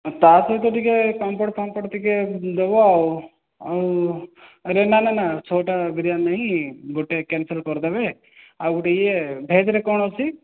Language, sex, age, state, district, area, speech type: Odia, male, 30-45, Odisha, Kalahandi, rural, conversation